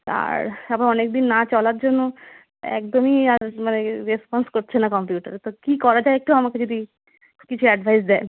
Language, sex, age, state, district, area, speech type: Bengali, female, 30-45, West Bengal, Darjeeling, urban, conversation